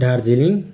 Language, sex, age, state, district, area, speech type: Nepali, male, 30-45, West Bengal, Darjeeling, rural, spontaneous